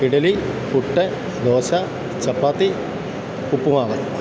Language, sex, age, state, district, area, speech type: Malayalam, male, 45-60, Kerala, Kottayam, urban, spontaneous